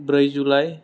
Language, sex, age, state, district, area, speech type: Bodo, male, 30-45, Assam, Kokrajhar, rural, spontaneous